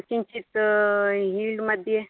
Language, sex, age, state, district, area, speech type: Sanskrit, female, 45-60, Karnataka, Dakshina Kannada, urban, conversation